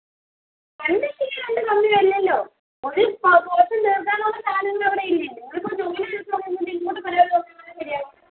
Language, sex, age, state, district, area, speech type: Malayalam, female, 18-30, Kerala, Kollam, rural, conversation